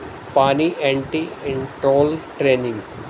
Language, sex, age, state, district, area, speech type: Urdu, male, 60+, Delhi, Central Delhi, urban, spontaneous